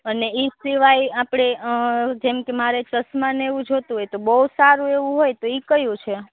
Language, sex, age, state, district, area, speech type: Gujarati, female, 30-45, Gujarat, Rajkot, rural, conversation